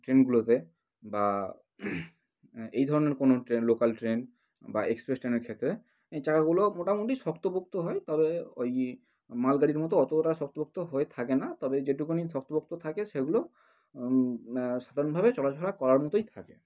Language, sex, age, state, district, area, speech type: Bengali, male, 18-30, West Bengal, North 24 Parganas, urban, spontaneous